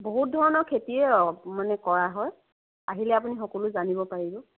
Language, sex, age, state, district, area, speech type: Assamese, female, 60+, Assam, Charaideo, urban, conversation